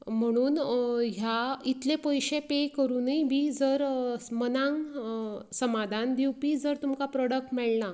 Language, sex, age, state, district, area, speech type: Goan Konkani, female, 30-45, Goa, Canacona, rural, spontaneous